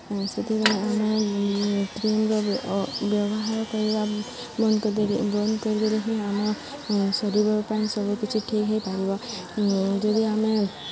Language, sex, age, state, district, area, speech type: Odia, female, 18-30, Odisha, Subarnapur, urban, spontaneous